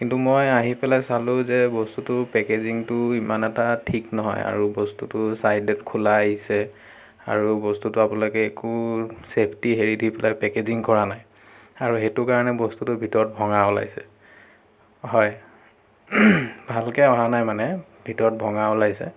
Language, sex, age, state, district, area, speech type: Assamese, male, 30-45, Assam, Biswanath, rural, spontaneous